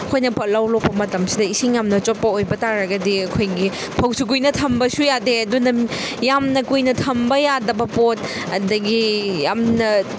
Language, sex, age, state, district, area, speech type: Manipuri, female, 45-60, Manipur, Chandel, rural, spontaneous